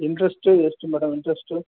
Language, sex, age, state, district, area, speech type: Kannada, male, 45-60, Karnataka, Ramanagara, rural, conversation